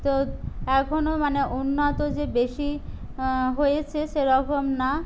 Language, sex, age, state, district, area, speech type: Bengali, other, 45-60, West Bengal, Jhargram, rural, spontaneous